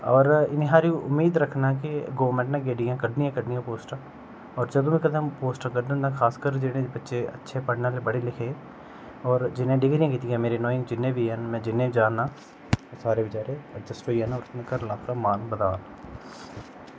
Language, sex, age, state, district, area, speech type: Dogri, male, 30-45, Jammu and Kashmir, Udhampur, rural, spontaneous